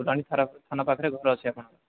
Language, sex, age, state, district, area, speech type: Odia, male, 45-60, Odisha, Kandhamal, rural, conversation